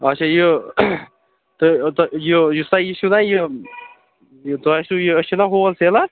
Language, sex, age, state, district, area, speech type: Kashmiri, male, 45-60, Jammu and Kashmir, Srinagar, urban, conversation